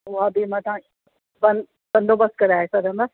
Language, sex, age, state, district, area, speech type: Sindhi, female, 45-60, Delhi, South Delhi, urban, conversation